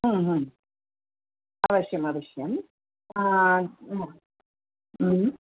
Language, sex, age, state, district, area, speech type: Sanskrit, female, 60+, Karnataka, Mysore, urban, conversation